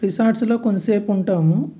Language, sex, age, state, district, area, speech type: Telugu, male, 45-60, Andhra Pradesh, Guntur, urban, spontaneous